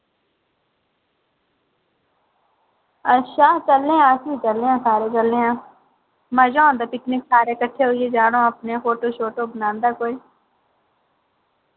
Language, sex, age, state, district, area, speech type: Dogri, female, 18-30, Jammu and Kashmir, Reasi, rural, conversation